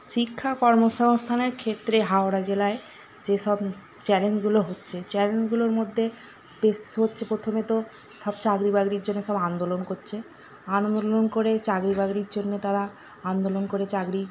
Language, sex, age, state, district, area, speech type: Bengali, female, 18-30, West Bengal, Howrah, urban, spontaneous